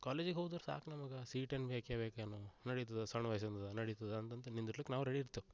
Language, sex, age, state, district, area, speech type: Kannada, male, 18-30, Karnataka, Gulbarga, rural, spontaneous